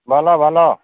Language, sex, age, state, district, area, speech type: Odia, male, 45-60, Odisha, Sambalpur, rural, conversation